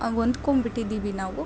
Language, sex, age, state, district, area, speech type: Kannada, female, 30-45, Karnataka, Hassan, urban, spontaneous